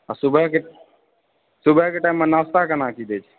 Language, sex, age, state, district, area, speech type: Maithili, male, 18-30, Bihar, Supaul, rural, conversation